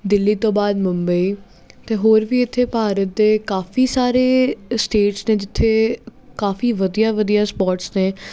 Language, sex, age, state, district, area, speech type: Punjabi, female, 18-30, Punjab, Jalandhar, urban, spontaneous